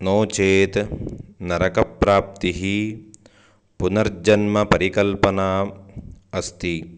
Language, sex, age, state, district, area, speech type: Sanskrit, male, 30-45, Karnataka, Shimoga, rural, spontaneous